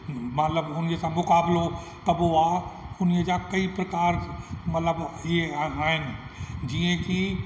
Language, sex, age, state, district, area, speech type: Sindhi, male, 60+, Rajasthan, Ajmer, urban, spontaneous